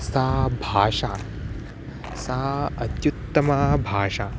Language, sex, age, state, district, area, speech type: Sanskrit, male, 18-30, Karnataka, Uttara Kannada, rural, spontaneous